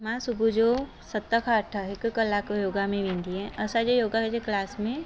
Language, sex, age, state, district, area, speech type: Sindhi, female, 30-45, Gujarat, Surat, urban, spontaneous